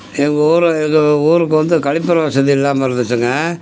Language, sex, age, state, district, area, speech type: Tamil, male, 60+, Tamil Nadu, Tiruchirappalli, rural, spontaneous